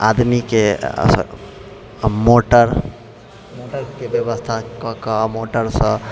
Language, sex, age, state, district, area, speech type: Maithili, male, 60+, Bihar, Purnia, urban, spontaneous